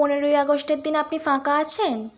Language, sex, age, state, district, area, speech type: Bengali, female, 18-30, West Bengal, Howrah, urban, spontaneous